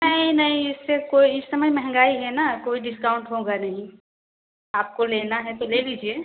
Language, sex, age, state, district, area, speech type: Hindi, female, 30-45, Uttar Pradesh, Prayagraj, rural, conversation